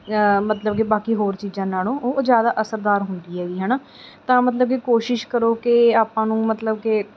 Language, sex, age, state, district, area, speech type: Punjabi, female, 30-45, Punjab, Mansa, urban, spontaneous